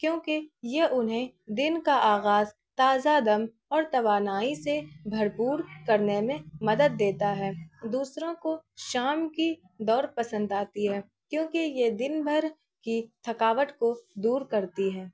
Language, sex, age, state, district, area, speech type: Urdu, female, 18-30, Bihar, Araria, rural, spontaneous